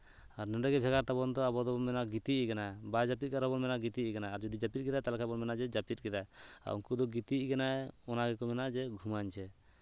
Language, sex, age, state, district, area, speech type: Santali, male, 30-45, West Bengal, Purulia, rural, spontaneous